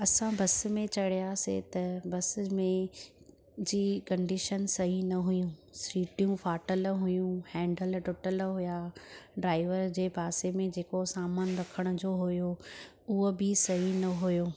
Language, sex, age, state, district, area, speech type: Sindhi, female, 30-45, Gujarat, Surat, urban, spontaneous